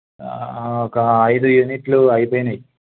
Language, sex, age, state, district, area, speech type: Telugu, male, 18-30, Telangana, Peddapalli, urban, conversation